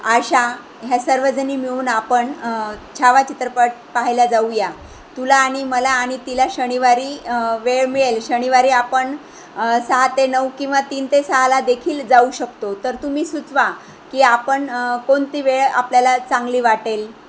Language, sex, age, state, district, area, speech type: Marathi, female, 45-60, Maharashtra, Jalna, rural, spontaneous